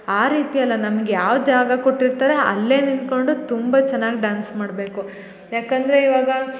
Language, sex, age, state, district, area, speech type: Kannada, female, 18-30, Karnataka, Hassan, rural, spontaneous